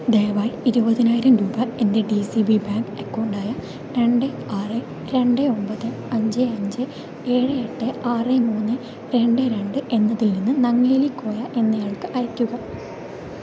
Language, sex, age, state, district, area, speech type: Malayalam, female, 18-30, Kerala, Kozhikode, rural, read